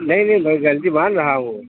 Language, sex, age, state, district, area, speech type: Urdu, male, 45-60, Uttar Pradesh, Lucknow, rural, conversation